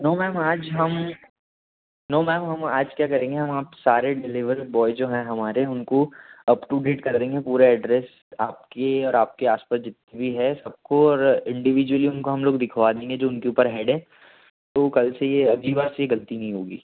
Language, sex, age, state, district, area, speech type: Hindi, male, 18-30, Madhya Pradesh, Betul, urban, conversation